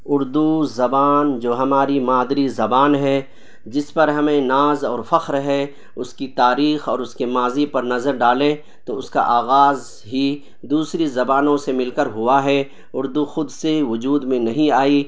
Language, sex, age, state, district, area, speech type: Urdu, male, 30-45, Bihar, Purnia, rural, spontaneous